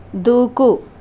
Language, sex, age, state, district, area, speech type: Telugu, female, 60+, Andhra Pradesh, Chittoor, rural, read